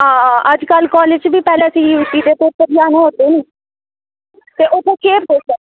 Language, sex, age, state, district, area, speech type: Dogri, female, 18-30, Jammu and Kashmir, Udhampur, rural, conversation